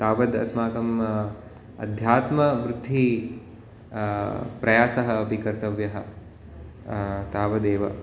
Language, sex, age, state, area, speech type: Sanskrit, male, 30-45, Uttar Pradesh, urban, spontaneous